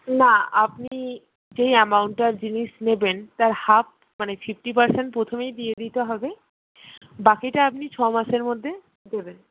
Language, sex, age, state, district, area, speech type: Bengali, female, 45-60, West Bengal, Purba Bardhaman, urban, conversation